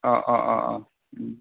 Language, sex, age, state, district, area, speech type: Bodo, male, 45-60, Assam, Chirang, rural, conversation